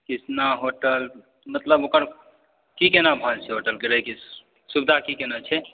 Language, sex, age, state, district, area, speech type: Maithili, male, 18-30, Bihar, Supaul, rural, conversation